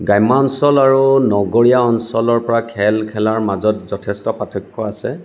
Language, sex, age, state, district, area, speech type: Assamese, male, 45-60, Assam, Lakhimpur, rural, spontaneous